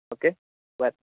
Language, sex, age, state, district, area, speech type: Goan Konkani, male, 18-30, Goa, Bardez, urban, conversation